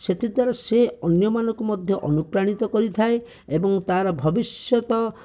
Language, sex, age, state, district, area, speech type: Odia, male, 60+, Odisha, Bhadrak, rural, spontaneous